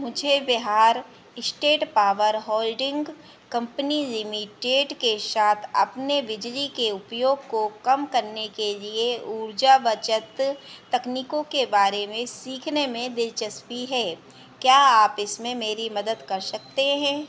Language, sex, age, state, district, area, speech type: Hindi, female, 30-45, Madhya Pradesh, Harda, urban, read